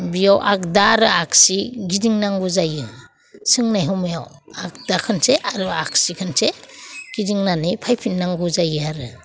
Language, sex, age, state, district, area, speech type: Bodo, female, 45-60, Assam, Udalguri, urban, spontaneous